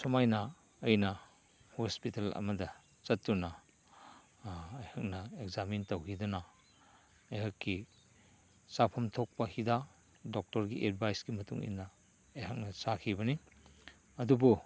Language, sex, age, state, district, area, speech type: Manipuri, male, 60+, Manipur, Chandel, rural, spontaneous